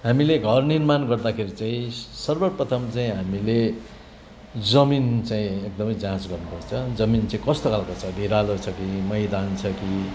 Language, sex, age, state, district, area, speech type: Nepali, male, 60+, West Bengal, Kalimpong, rural, spontaneous